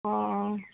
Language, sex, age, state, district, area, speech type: Assamese, female, 30-45, Assam, Sivasagar, rural, conversation